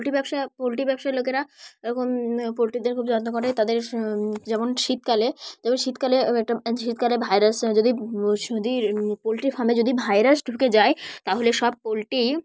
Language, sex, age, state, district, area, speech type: Bengali, female, 18-30, West Bengal, Dakshin Dinajpur, urban, spontaneous